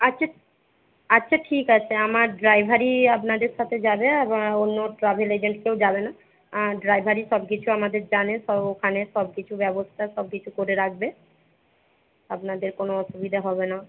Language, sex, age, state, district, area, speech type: Bengali, female, 45-60, West Bengal, Jhargram, rural, conversation